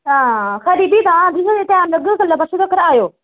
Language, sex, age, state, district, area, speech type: Dogri, female, 30-45, Jammu and Kashmir, Udhampur, urban, conversation